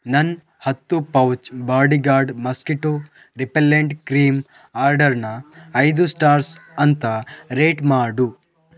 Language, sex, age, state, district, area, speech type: Kannada, male, 18-30, Karnataka, Chitradurga, rural, read